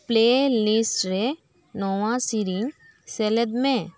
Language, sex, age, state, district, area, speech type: Santali, female, 30-45, West Bengal, Birbhum, rural, read